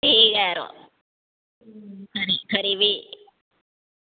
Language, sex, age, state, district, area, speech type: Dogri, female, 45-60, Jammu and Kashmir, Reasi, rural, conversation